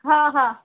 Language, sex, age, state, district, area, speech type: Marathi, female, 30-45, Maharashtra, Wardha, rural, conversation